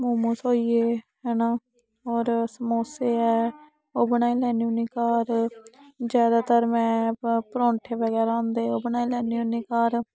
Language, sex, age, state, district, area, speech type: Dogri, female, 18-30, Jammu and Kashmir, Samba, urban, spontaneous